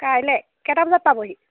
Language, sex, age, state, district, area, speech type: Assamese, female, 30-45, Assam, Dhemaji, rural, conversation